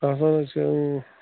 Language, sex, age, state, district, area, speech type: Kashmiri, male, 30-45, Jammu and Kashmir, Bandipora, rural, conversation